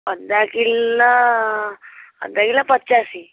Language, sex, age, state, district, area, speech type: Odia, female, 18-30, Odisha, Bhadrak, rural, conversation